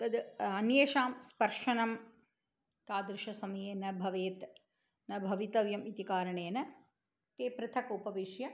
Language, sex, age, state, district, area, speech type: Sanskrit, female, 45-60, Tamil Nadu, Chennai, urban, spontaneous